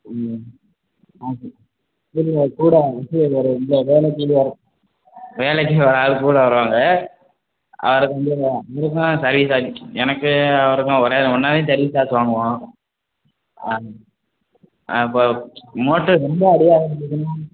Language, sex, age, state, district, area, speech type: Tamil, male, 30-45, Tamil Nadu, Sivaganga, rural, conversation